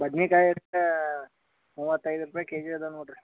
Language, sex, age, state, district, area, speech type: Kannada, male, 18-30, Karnataka, Bagalkot, rural, conversation